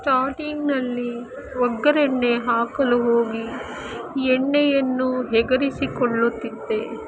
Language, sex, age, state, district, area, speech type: Kannada, female, 60+, Karnataka, Kolar, rural, spontaneous